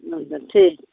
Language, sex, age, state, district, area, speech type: Maithili, female, 45-60, Bihar, Darbhanga, rural, conversation